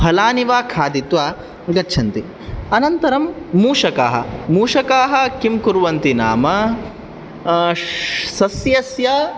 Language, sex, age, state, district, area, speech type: Sanskrit, male, 18-30, Karnataka, Uttara Kannada, rural, spontaneous